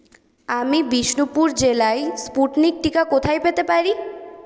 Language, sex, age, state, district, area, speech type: Bengali, female, 18-30, West Bengal, Purulia, urban, read